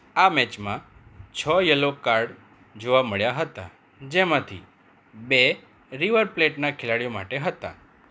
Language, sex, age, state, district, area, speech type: Gujarati, male, 45-60, Gujarat, Anand, urban, read